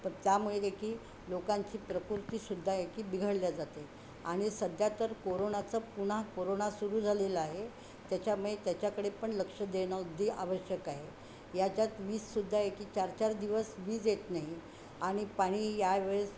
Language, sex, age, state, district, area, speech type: Marathi, female, 60+, Maharashtra, Yavatmal, urban, spontaneous